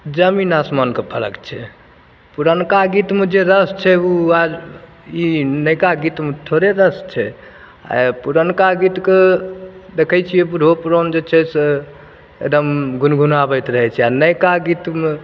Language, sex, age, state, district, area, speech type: Maithili, male, 30-45, Bihar, Begusarai, urban, spontaneous